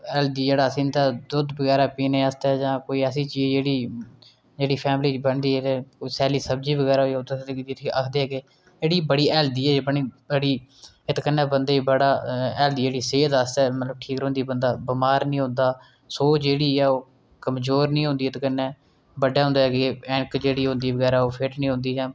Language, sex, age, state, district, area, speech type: Dogri, male, 30-45, Jammu and Kashmir, Udhampur, rural, spontaneous